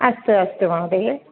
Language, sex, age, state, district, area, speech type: Sanskrit, female, 30-45, Andhra Pradesh, Bapatla, urban, conversation